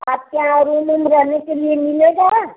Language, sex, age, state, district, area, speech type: Hindi, female, 45-60, Uttar Pradesh, Ghazipur, rural, conversation